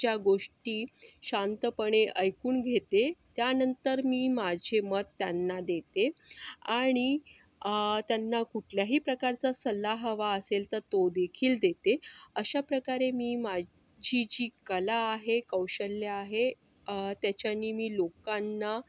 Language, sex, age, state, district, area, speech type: Marathi, female, 45-60, Maharashtra, Yavatmal, urban, spontaneous